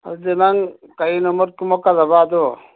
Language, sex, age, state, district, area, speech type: Manipuri, male, 45-60, Manipur, Churachandpur, rural, conversation